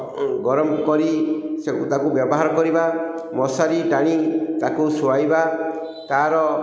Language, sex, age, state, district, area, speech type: Odia, male, 45-60, Odisha, Ganjam, urban, spontaneous